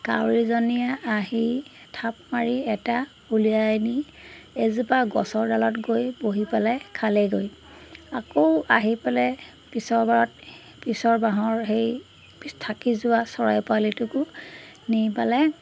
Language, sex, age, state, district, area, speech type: Assamese, female, 45-60, Assam, Golaghat, rural, spontaneous